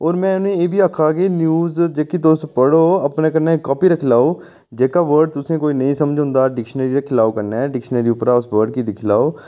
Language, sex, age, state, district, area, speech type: Dogri, male, 30-45, Jammu and Kashmir, Udhampur, rural, spontaneous